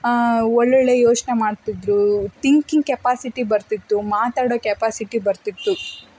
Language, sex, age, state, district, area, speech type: Kannada, female, 18-30, Karnataka, Davanagere, rural, spontaneous